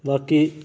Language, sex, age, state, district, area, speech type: Dogri, male, 30-45, Jammu and Kashmir, Reasi, urban, spontaneous